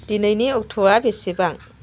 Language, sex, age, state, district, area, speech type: Bodo, female, 45-60, Assam, Chirang, rural, read